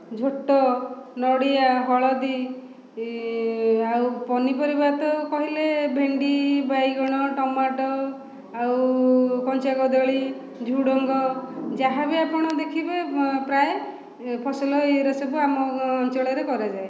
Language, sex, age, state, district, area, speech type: Odia, female, 45-60, Odisha, Khordha, rural, spontaneous